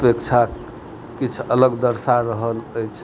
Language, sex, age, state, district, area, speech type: Maithili, male, 60+, Bihar, Madhubani, rural, spontaneous